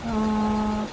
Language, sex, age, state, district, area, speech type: Odia, female, 30-45, Odisha, Jagatsinghpur, rural, spontaneous